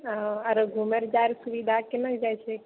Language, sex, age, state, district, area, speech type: Maithili, female, 18-30, Bihar, Purnia, rural, conversation